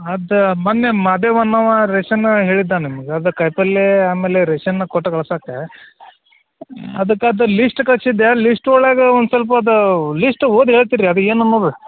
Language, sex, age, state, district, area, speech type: Kannada, male, 30-45, Karnataka, Dharwad, urban, conversation